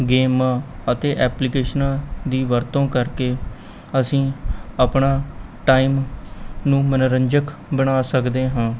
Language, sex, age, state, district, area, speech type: Punjabi, male, 18-30, Punjab, Mohali, urban, spontaneous